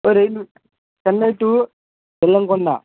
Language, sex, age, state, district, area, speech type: Telugu, male, 18-30, Andhra Pradesh, Palnadu, rural, conversation